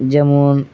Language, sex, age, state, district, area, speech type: Bengali, male, 18-30, West Bengal, Dakshin Dinajpur, urban, spontaneous